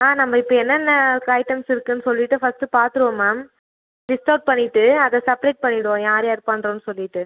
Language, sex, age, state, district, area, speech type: Tamil, female, 30-45, Tamil Nadu, Viluppuram, rural, conversation